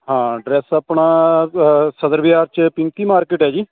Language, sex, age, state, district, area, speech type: Punjabi, male, 30-45, Punjab, Barnala, rural, conversation